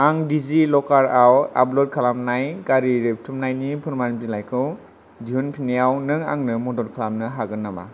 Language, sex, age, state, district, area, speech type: Bodo, male, 18-30, Assam, Kokrajhar, rural, read